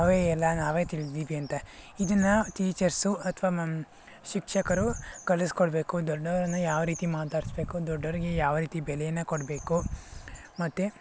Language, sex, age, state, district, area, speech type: Kannada, male, 45-60, Karnataka, Bangalore Rural, rural, spontaneous